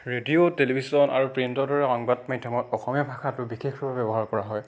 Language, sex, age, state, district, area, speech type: Assamese, male, 30-45, Assam, Nagaon, rural, spontaneous